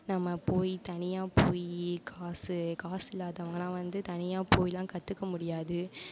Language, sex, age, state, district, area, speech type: Tamil, female, 18-30, Tamil Nadu, Mayiladuthurai, urban, spontaneous